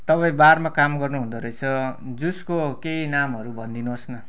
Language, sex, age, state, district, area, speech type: Nepali, male, 18-30, West Bengal, Kalimpong, rural, spontaneous